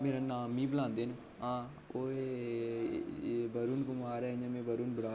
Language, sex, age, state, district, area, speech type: Dogri, male, 18-30, Jammu and Kashmir, Jammu, urban, spontaneous